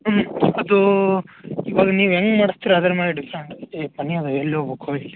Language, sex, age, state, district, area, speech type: Kannada, male, 18-30, Karnataka, Koppal, rural, conversation